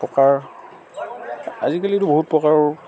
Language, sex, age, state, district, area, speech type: Assamese, male, 45-60, Assam, Charaideo, urban, spontaneous